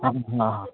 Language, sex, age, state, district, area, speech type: Marathi, male, 18-30, Maharashtra, Thane, urban, conversation